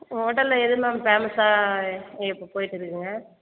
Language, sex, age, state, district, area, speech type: Tamil, female, 45-60, Tamil Nadu, Cuddalore, rural, conversation